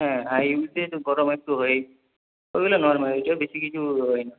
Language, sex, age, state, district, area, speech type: Bengali, male, 18-30, West Bengal, Purulia, urban, conversation